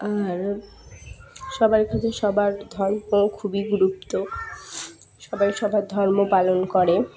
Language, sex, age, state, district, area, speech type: Bengali, female, 18-30, West Bengal, Dakshin Dinajpur, urban, spontaneous